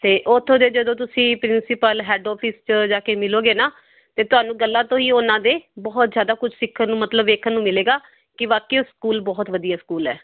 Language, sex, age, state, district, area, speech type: Punjabi, female, 45-60, Punjab, Fazilka, rural, conversation